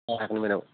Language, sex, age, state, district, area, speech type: Assamese, male, 30-45, Assam, Barpeta, rural, conversation